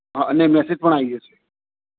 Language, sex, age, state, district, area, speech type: Gujarati, male, 60+, Gujarat, Anand, urban, conversation